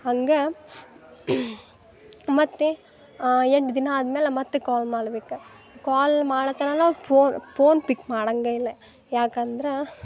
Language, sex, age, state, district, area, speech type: Kannada, female, 18-30, Karnataka, Dharwad, urban, spontaneous